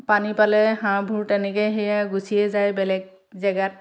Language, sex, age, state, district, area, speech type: Assamese, female, 30-45, Assam, Dhemaji, urban, spontaneous